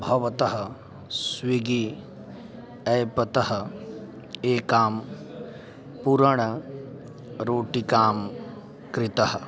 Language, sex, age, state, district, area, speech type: Sanskrit, male, 18-30, Uttar Pradesh, Lucknow, urban, spontaneous